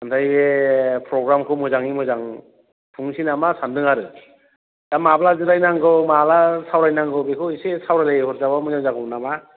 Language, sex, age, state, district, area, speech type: Bodo, male, 45-60, Assam, Chirang, rural, conversation